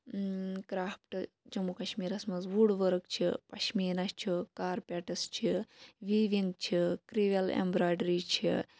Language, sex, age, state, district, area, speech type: Kashmiri, female, 18-30, Jammu and Kashmir, Shopian, rural, spontaneous